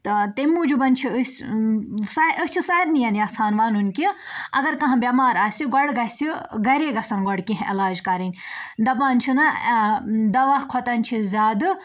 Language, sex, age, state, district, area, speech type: Kashmiri, female, 18-30, Jammu and Kashmir, Budgam, rural, spontaneous